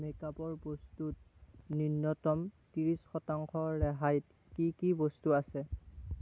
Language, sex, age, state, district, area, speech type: Assamese, male, 30-45, Assam, Darrang, rural, read